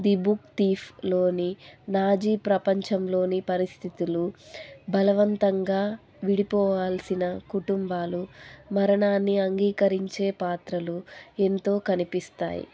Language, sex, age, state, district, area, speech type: Telugu, female, 18-30, Andhra Pradesh, Anantapur, rural, spontaneous